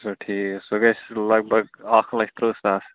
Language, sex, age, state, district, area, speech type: Kashmiri, male, 45-60, Jammu and Kashmir, Srinagar, urban, conversation